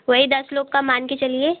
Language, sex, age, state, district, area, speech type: Hindi, female, 18-30, Uttar Pradesh, Bhadohi, urban, conversation